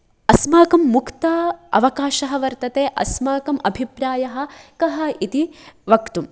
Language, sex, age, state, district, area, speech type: Sanskrit, female, 18-30, Kerala, Kasaragod, rural, spontaneous